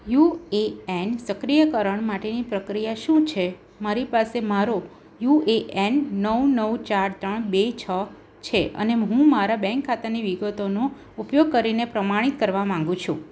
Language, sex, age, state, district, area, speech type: Gujarati, female, 30-45, Gujarat, Surat, urban, read